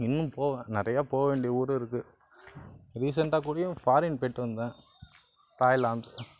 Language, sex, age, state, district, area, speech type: Tamil, male, 30-45, Tamil Nadu, Nagapattinam, rural, spontaneous